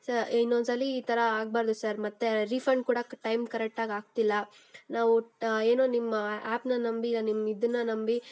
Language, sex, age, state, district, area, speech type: Kannada, female, 18-30, Karnataka, Kolar, rural, spontaneous